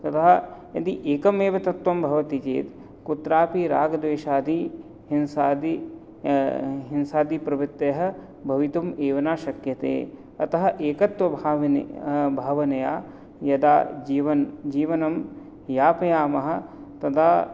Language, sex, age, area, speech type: Sanskrit, male, 30-45, urban, spontaneous